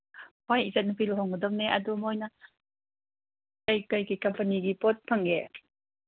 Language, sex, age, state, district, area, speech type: Manipuri, female, 30-45, Manipur, Imphal East, rural, conversation